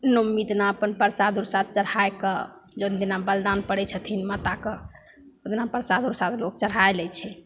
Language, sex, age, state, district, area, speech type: Maithili, female, 18-30, Bihar, Begusarai, urban, spontaneous